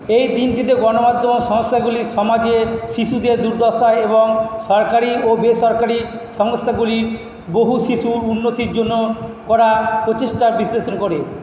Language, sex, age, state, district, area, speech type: Bengali, male, 45-60, West Bengal, Purba Bardhaman, urban, read